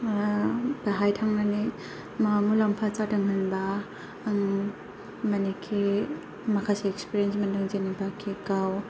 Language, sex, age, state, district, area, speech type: Bodo, female, 30-45, Assam, Kokrajhar, rural, spontaneous